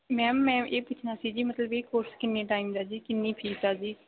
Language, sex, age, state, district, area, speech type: Punjabi, female, 18-30, Punjab, Bathinda, rural, conversation